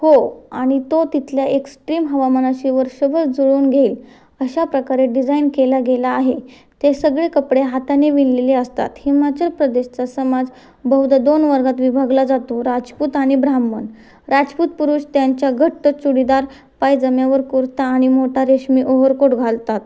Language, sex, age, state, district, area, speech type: Marathi, female, 18-30, Maharashtra, Ratnagiri, urban, read